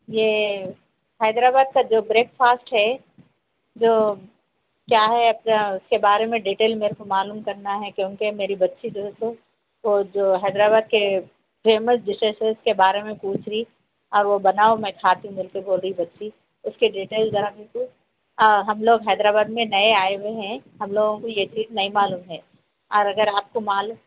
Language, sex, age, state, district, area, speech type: Urdu, female, 45-60, Telangana, Hyderabad, urban, conversation